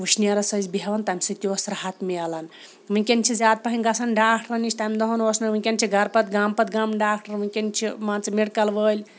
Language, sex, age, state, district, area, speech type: Kashmiri, female, 45-60, Jammu and Kashmir, Shopian, rural, spontaneous